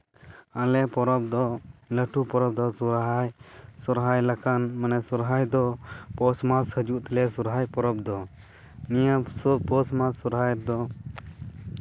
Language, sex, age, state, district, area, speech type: Santali, male, 18-30, West Bengal, Purba Bardhaman, rural, spontaneous